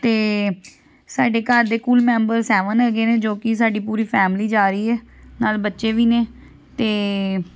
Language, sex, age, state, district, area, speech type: Punjabi, female, 18-30, Punjab, Amritsar, urban, spontaneous